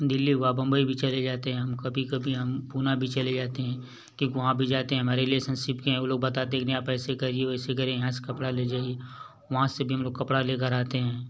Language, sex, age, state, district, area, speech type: Hindi, male, 18-30, Uttar Pradesh, Ghazipur, rural, spontaneous